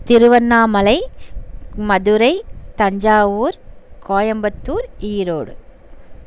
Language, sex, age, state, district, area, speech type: Tamil, female, 30-45, Tamil Nadu, Erode, rural, spontaneous